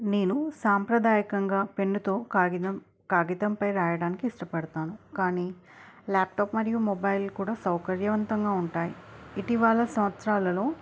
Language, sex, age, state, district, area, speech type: Telugu, female, 18-30, Telangana, Hanamkonda, urban, spontaneous